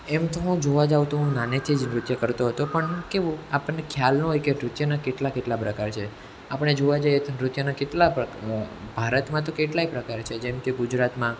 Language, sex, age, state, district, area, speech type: Gujarati, male, 18-30, Gujarat, Surat, urban, spontaneous